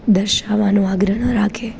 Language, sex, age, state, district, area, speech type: Gujarati, female, 18-30, Gujarat, Junagadh, urban, spontaneous